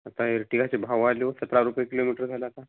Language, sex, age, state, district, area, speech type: Marathi, male, 18-30, Maharashtra, Hingoli, urban, conversation